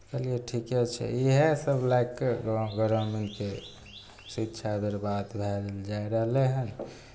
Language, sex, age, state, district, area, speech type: Maithili, male, 18-30, Bihar, Begusarai, rural, spontaneous